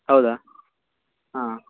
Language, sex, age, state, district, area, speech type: Kannada, male, 18-30, Karnataka, Uttara Kannada, rural, conversation